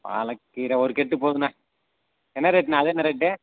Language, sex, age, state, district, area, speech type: Tamil, male, 30-45, Tamil Nadu, Madurai, urban, conversation